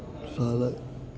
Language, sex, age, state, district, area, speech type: Telugu, male, 18-30, Telangana, Nalgonda, urban, spontaneous